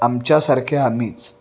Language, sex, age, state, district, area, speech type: Marathi, male, 30-45, Maharashtra, Sangli, urban, spontaneous